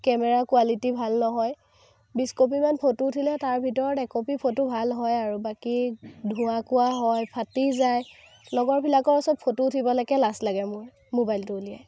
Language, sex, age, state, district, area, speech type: Assamese, female, 18-30, Assam, Biswanath, rural, spontaneous